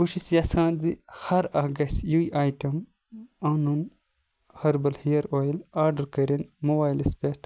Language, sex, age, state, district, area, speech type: Kashmiri, male, 30-45, Jammu and Kashmir, Kupwara, rural, spontaneous